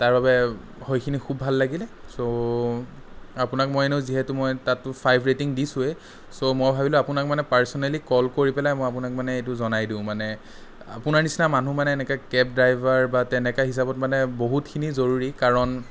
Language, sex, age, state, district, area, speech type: Assamese, male, 30-45, Assam, Sonitpur, urban, spontaneous